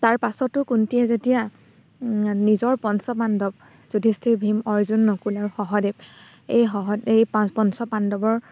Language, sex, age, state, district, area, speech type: Assamese, female, 30-45, Assam, Dibrugarh, rural, spontaneous